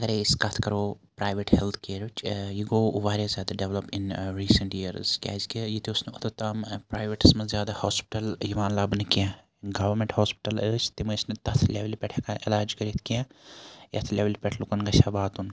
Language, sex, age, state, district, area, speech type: Kashmiri, male, 45-60, Jammu and Kashmir, Srinagar, urban, spontaneous